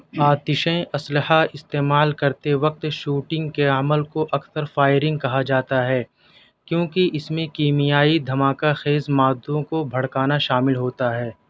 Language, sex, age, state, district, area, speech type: Urdu, male, 18-30, Delhi, South Delhi, urban, read